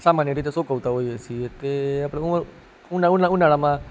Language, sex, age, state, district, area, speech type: Gujarati, male, 18-30, Gujarat, Rajkot, urban, spontaneous